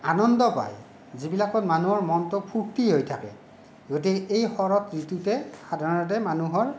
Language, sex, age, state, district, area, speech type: Assamese, male, 45-60, Assam, Kamrup Metropolitan, urban, spontaneous